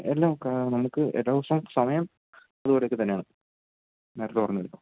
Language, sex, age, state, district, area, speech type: Malayalam, male, 18-30, Kerala, Idukki, rural, conversation